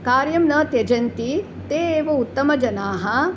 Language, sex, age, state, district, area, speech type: Sanskrit, female, 60+, Kerala, Palakkad, urban, spontaneous